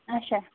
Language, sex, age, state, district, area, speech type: Kashmiri, female, 30-45, Jammu and Kashmir, Bandipora, rural, conversation